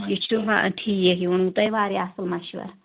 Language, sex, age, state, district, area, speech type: Kashmiri, female, 18-30, Jammu and Kashmir, Kulgam, rural, conversation